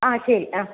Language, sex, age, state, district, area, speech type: Malayalam, female, 30-45, Kerala, Kannur, rural, conversation